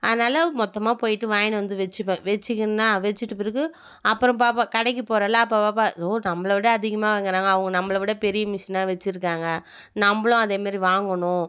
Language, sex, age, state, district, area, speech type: Tamil, female, 30-45, Tamil Nadu, Viluppuram, rural, spontaneous